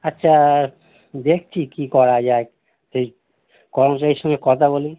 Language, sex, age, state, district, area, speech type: Bengali, male, 60+, West Bengal, North 24 Parganas, urban, conversation